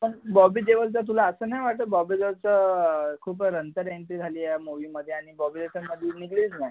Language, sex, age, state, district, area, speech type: Marathi, male, 18-30, Maharashtra, Thane, urban, conversation